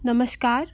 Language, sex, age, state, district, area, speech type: Hindi, female, 60+, Madhya Pradesh, Bhopal, urban, spontaneous